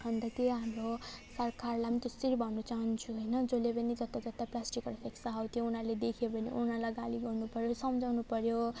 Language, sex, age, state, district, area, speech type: Nepali, female, 30-45, West Bengal, Alipurduar, urban, spontaneous